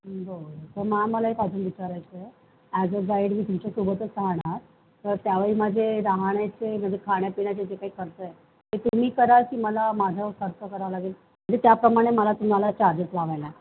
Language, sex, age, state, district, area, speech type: Marathi, female, 45-60, Maharashtra, Mumbai Suburban, urban, conversation